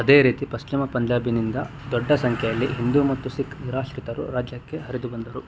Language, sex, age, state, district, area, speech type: Kannada, male, 60+, Karnataka, Bangalore Rural, rural, read